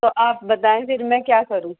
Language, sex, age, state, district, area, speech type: Urdu, female, 30-45, Delhi, East Delhi, urban, conversation